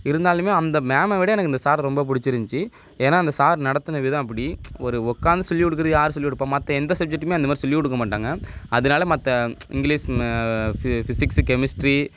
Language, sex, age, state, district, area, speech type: Tamil, male, 18-30, Tamil Nadu, Nagapattinam, rural, spontaneous